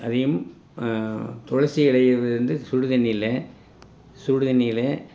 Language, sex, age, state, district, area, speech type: Tamil, male, 60+, Tamil Nadu, Tiruppur, rural, spontaneous